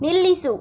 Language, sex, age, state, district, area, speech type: Kannada, female, 18-30, Karnataka, Chamarajanagar, rural, read